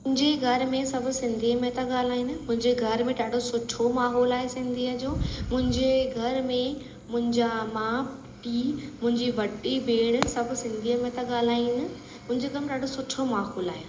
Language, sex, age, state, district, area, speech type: Sindhi, female, 18-30, Rajasthan, Ajmer, urban, spontaneous